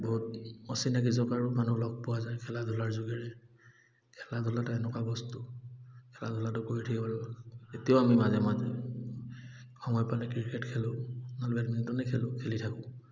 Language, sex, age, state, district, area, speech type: Assamese, male, 30-45, Assam, Dibrugarh, urban, spontaneous